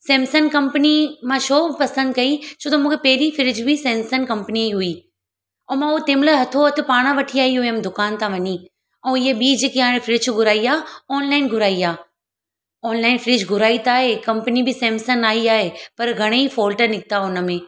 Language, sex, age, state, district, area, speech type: Sindhi, female, 30-45, Gujarat, Surat, urban, spontaneous